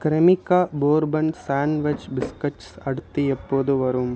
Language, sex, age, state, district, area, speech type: Tamil, male, 18-30, Tamil Nadu, Pudukkottai, rural, read